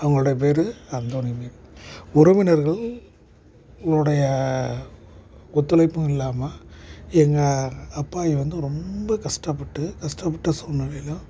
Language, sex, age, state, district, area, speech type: Tamil, male, 30-45, Tamil Nadu, Perambalur, urban, spontaneous